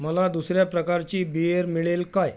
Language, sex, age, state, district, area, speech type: Marathi, male, 45-60, Maharashtra, Amravati, urban, read